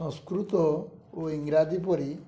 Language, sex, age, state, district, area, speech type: Odia, male, 45-60, Odisha, Mayurbhanj, rural, spontaneous